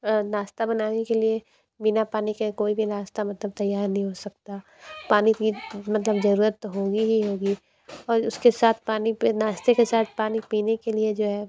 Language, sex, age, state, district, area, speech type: Hindi, female, 18-30, Uttar Pradesh, Sonbhadra, rural, spontaneous